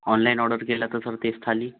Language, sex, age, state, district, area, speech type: Marathi, other, 45-60, Maharashtra, Nagpur, rural, conversation